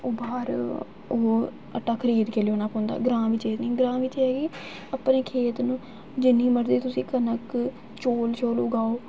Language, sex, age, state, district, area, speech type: Dogri, female, 18-30, Jammu and Kashmir, Jammu, urban, spontaneous